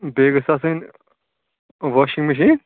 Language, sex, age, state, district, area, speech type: Kashmiri, male, 30-45, Jammu and Kashmir, Ganderbal, rural, conversation